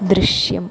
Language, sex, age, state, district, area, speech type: Malayalam, female, 18-30, Kerala, Thrissur, urban, read